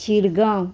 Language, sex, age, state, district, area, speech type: Goan Konkani, female, 45-60, Goa, Murmgao, urban, spontaneous